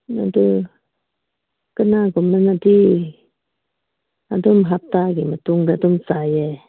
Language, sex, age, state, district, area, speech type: Manipuri, female, 18-30, Manipur, Kangpokpi, urban, conversation